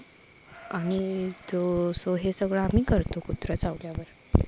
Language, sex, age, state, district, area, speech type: Marathi, female, 18-30, Maharashtra, Ratnagiri, rural, spontaneous